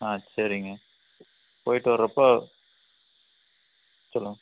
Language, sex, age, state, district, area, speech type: Tamil, male, 30-45, Tamil Nadu, Coimbatore, rural, conversation